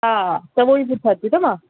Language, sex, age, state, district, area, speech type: Sindhi, female, 30-45, Delhi, South Delhi, urban, conversation